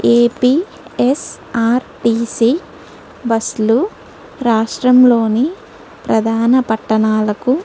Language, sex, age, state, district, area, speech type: Telugu, female, 30-45, Andhra Pradesh, Guntur, urban, spontaneous